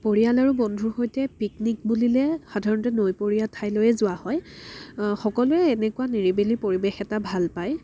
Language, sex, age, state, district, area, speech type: Assamese, female, 30-45, Assam, Dibrugarh, rural, spontaneous